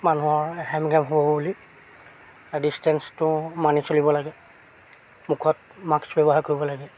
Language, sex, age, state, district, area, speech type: Assamese, male, 45-60, Assam, Jorhat, urban, spontaneous